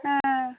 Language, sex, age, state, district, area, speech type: Kannada, female, 18-30, Karnataka, Mysore, urban, conversation